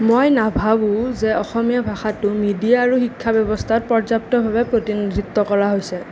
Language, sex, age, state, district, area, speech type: Assamese, male, 18-30, Assam, Nalbari, urban, spontaneous